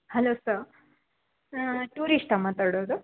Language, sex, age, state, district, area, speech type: Kannada, female, 18-30, Karnataka, Koppal, rural, conversation